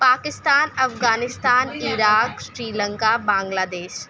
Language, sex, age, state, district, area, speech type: Urdu, female, 18-30, Delhi, Central Delhi, rural, spontaneous